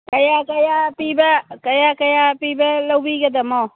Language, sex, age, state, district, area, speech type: Manipuri, female, 60+, Manipur, Churachandpur, urban, conversation